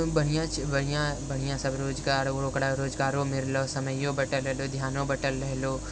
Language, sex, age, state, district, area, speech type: Maithili, male, 30-45, Bihar, Purnia, rural, spontaneous